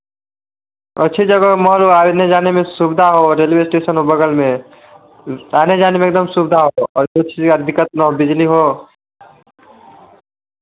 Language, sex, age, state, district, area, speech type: Hindi, male, 18-30, Bihar, Vaishali, rural, conversation